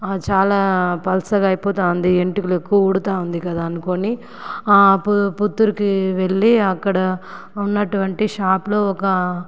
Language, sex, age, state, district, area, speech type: Telugu, female, 45-60, Andhra Pradesh, Sri Balaji, urban, spontaneous